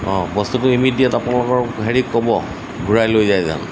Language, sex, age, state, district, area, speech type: Assamese, male, 60+, Assam, Tinsukia, rural, spontaneous